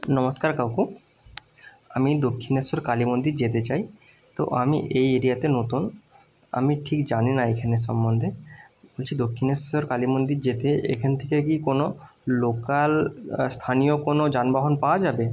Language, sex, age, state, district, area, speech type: Bengali, male, 30-45, West Bengal, North 24 Parganas, rural, spontaneous